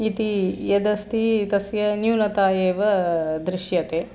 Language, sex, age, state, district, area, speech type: Sanskrit, female, 45-60, Tamil Nadu, Chennai, urban, spontaneous